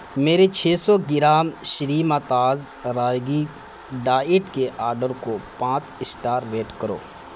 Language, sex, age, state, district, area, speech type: Urdu, male, 18-30, Bihar, Saharsa, rural, read